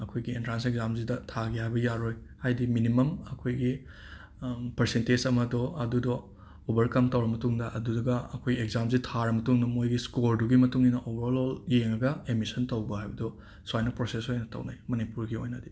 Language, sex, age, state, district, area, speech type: Manipuri, male, 30-45, Manipur, Imphal West, urban, spontaneous